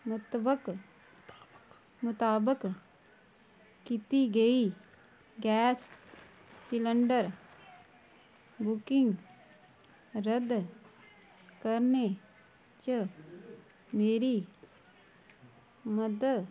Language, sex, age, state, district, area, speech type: Dogri, female, 30-45, Jammu and Kashmir, Kathua, rural, read